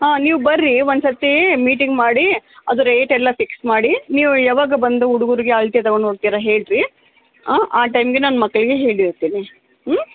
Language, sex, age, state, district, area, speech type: Kannada, female, 30-45, Karnataka, Bellary, rural, conversation